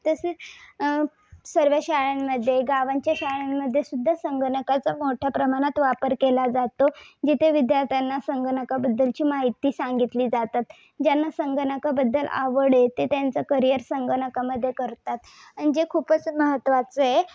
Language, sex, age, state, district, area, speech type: Marathi, female, 18-30, Maharashtra, Thane, urban, spontaneous